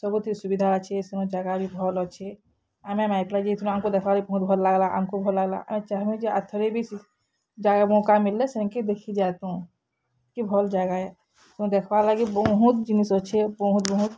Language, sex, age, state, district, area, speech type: Odia, female, 45-60, Odisha, Bargarh, urban, spontaneous